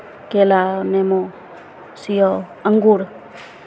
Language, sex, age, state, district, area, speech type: Maithili, female, 60+, Bihar, Begusarai, urban, spontaneous